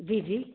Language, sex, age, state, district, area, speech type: Sindhi, female, 45-60, Maharashtra, Thane, urban, conversation